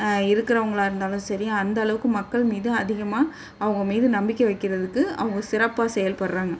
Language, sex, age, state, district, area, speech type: Tamil, female, 45-60, Tamil Nadu, Chennai, urban, spontaneous